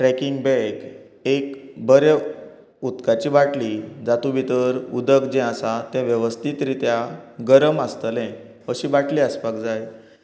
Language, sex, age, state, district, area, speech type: Goan Konkani, male, 30-45, Goa, Canacona, rural, spontaneous